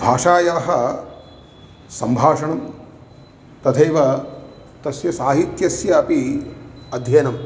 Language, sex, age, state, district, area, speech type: Sanskrit, male, 30-45, Telangana, Karimnagar, rural, spontaneous